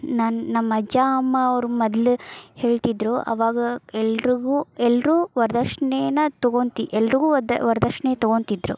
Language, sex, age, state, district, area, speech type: Kannada, female, 30-45, Karnataka, Gadag, rural, spontaneous